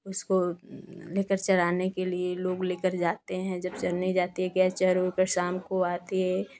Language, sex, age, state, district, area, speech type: Hindi, female, 18-30, Uttar Pradesh, Ghazipur, urban, spontaneous